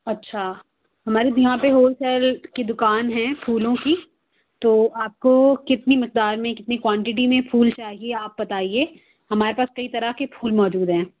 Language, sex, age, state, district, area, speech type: Urdu, female, 30-45, Delhi, South Delhi, urban, conversation